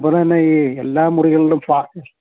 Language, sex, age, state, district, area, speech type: Malayalam, male, 60+, Kerala, Idukki, rural, conversation